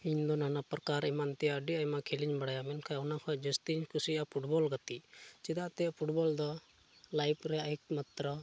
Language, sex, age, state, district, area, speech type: Santali, male, 18-30, Jharkhand, Pakur, rural, spontaneous